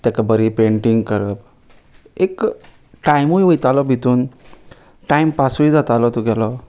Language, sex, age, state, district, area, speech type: Goan Konkani, male, 30-45, Goa, Ponda, rural, spontaneous